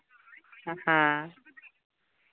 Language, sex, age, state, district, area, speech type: Santali, male, 18-30, Jharkhand, Pakur, rural, conversation